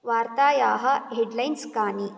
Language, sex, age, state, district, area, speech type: Sanskrit, female, 18-30, Karnataka, Bangalore Rural, urban, read